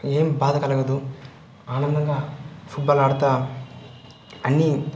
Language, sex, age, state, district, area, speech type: Telugu, male, 18-30, Andhra Pradesh, Sri Balaji, rural, spontaneous